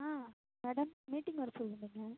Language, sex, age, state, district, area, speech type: Tamil, female, 18-30, Tamil Nadu, Mayiladuthurai, rural, conversation